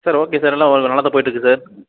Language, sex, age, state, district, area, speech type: Tamil, male, 18-30, Tamil Nadu, Tiruppur, rural, conversation